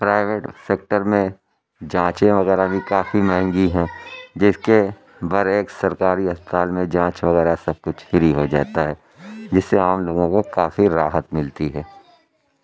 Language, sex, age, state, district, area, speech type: Urdu, male, 60+, Uttar Pradesh, Lucknow, urban, spontaneous